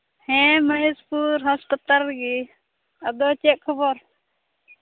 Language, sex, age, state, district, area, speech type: Santali, female, 18-30, Jharkhand, Pakur, rural, conversation